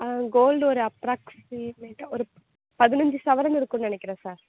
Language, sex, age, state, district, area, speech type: Tamil, female, 45-60, Tamil Nadu, Sivaganga, rural, conversation